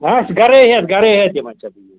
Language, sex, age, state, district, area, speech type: Kashmiri, male, 60+, Jammu and Kashmir, Ganderbal, rural, conversation